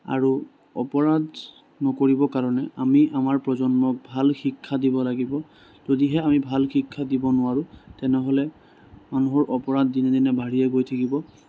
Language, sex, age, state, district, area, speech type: Assamese, male, 18-30, Assam, Sonitpur, urban, spontaneous